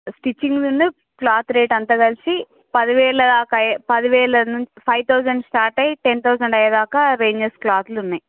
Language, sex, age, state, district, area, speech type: Telugu, female, 60+, Andhra Pradesh, Visakhapatnam, urban, conversation